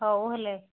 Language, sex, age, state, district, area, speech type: Odia, female, 45-60, Odisha, Angul, rural, conversation